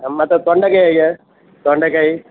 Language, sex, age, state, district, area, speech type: Kannada, male, 60+, Karnataka, Dakshina Kannada, rural, conversation